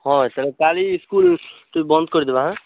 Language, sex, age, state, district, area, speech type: Odia, male, 18-30, Odisha, Malkangiri, urban, conversation